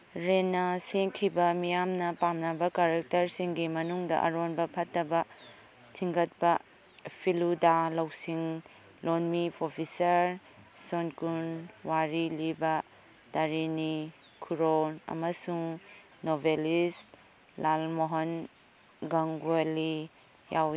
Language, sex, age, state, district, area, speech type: Manipuri, female, 30-45, Manipur, Kangpokpi, urban, read